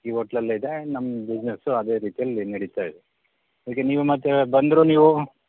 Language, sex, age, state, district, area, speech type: Kannada, male, 45-60, Karnataka, Shimoga, rural, conversation